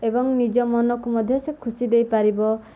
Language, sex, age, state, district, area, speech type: Odia, female, 18-30, Odisha, Koraput, urban, spontaneous